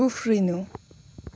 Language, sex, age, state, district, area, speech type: Nepali, female, 18-30, West Bengal, Kalimpong, rural, read